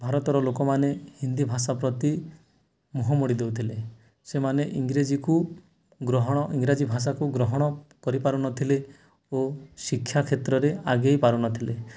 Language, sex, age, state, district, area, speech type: Odia, male, 18-30, Odisha, Nuapada, urban, spontaneous